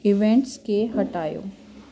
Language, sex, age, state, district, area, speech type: Sindhi, female, 30-45, Delhi, South Delhi, urban, read